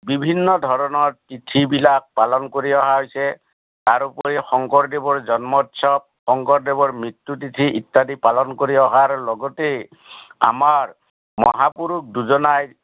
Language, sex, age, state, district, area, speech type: Assamese, male, 60+, Assam, Udalguri, urban, conversation